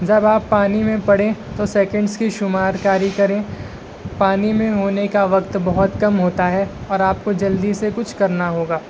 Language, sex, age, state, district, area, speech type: Urdu, male, 18-30, Maharashtra, Nashik, urban, spontaneous